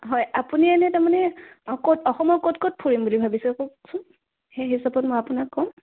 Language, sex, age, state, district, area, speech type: Assamese, male, 18-30, Assam, Sonitpur, rural, conversation